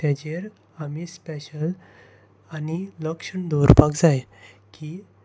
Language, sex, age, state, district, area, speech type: Goan Konkani, male, 18-30, Goa, Salcete, rural, spontaneous